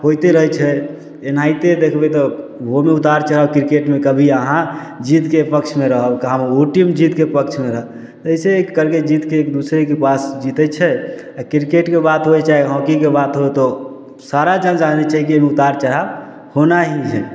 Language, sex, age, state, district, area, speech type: Maithili, male, 18-30, Bihar, Samastipur, urban, spontaneous